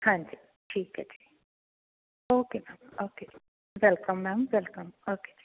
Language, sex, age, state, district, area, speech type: Punjabi, female, 30-45, Punjab, Patiala, rural, conversation